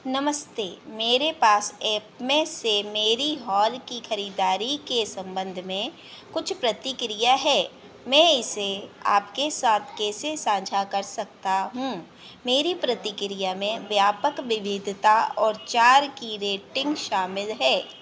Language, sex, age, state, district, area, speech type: Hindi, female, 30-45, Madhya Pradesh, Harda, urban, read